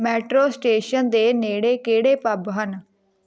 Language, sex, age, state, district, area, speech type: Punjabi, female, 18-30, Punjab, Patiala, rural, read